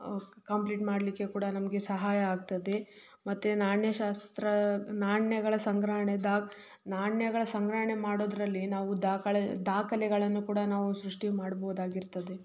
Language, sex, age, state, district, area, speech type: Kannada, female, 18-30, Karnataka, Chitradurga, rural, spontaneous